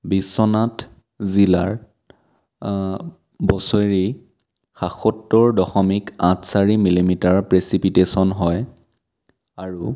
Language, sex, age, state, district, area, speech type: Assamese, male, 18-30, Assam, Biswanath, rural, spontaneous